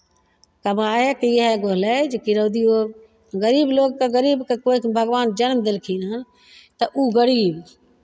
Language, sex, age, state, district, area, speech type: Maithili, female, 60+, Bihar, Begusarai, rural, spontaneous